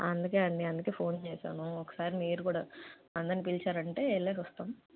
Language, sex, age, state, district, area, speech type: Telugu, female, 18-30, Andhra Pradesh, Nellore, urban, conversation